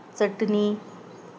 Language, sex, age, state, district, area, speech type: Marathi, female, 30-45, Maharashtra, Nanded, rural, spontaneous